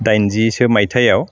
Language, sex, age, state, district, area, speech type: Bodo, male, 45-60, Assam, Udalguri, urban, spontaneous